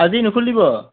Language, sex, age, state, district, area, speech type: Assamese, male, 45-60, Assam, Morigaon, rural, conversation